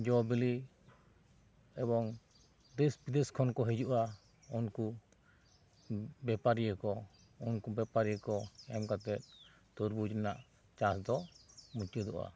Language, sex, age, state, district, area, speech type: Santali, male, 30-45, West Bengal, Bankura, rural, spontaneous